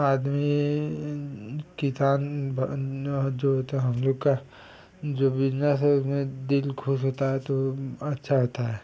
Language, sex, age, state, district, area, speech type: Hindi, male, 18-30, Uttar Pradesh, Ghazipur, rural, spontaneous